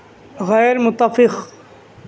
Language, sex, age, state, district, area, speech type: Urdu, male, 18-30, Telangana, Hyderabad, urban, read